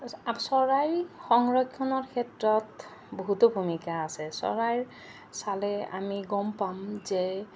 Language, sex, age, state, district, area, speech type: Assamese, female, 30-45, Assam, Goalpara, urban, spontaneous